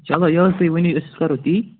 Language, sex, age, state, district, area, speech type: Kashmiri, male, 18-30, Jammu and Kashmir, Anantnag, rural, conversation